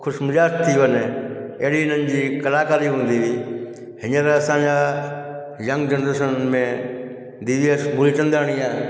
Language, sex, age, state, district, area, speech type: Sindhi, male, 45-60, Gujarat, Junagadh, urban, spontaneous